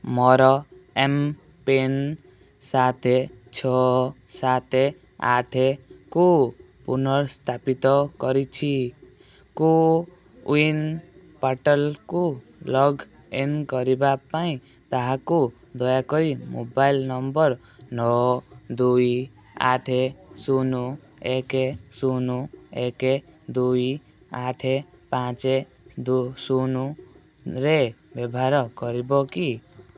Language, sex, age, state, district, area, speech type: Odia, male, 18-30, Odisha, Balasore, rural, read